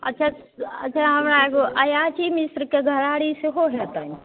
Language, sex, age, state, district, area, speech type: Maithili, female, 45-60, Bihar, Madhubani, rural, conversation